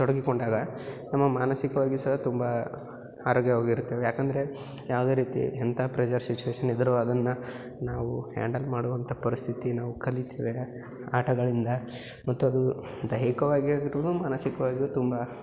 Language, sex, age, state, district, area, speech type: Kannada, male, 18-30, Karnataka, Yadgir, rural, spontaneous